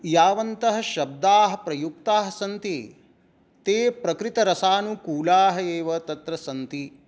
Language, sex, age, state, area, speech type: Sanskrit, male, 60+, Jharkhand, rural, spontaneous